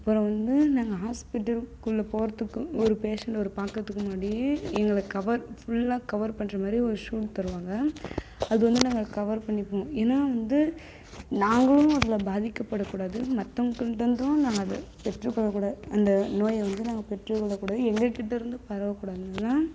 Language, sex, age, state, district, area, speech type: Tamil, female, 18-30, Tamil Nadu, Kallakurichi, rural, spontaneous